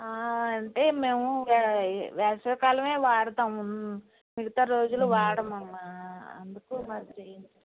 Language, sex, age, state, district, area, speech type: Telugu, female, 60+, Andhra Pradesh, Alluri Sitarama Raju, rural, conversation